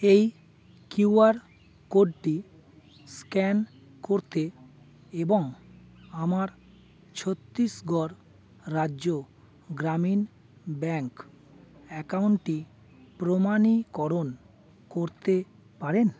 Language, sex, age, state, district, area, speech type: Bengali, male, 30-45, West Bengal, Howrah, urban, read